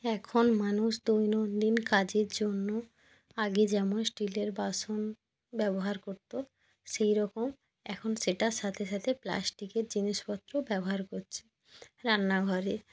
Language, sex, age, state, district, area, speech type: Bengali, female, 18-30, West Bengal, Jalpaiguri, rural, spontaneous